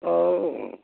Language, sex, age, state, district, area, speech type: Assamese, male, 60+, Assam, Nagaon, rural, conversation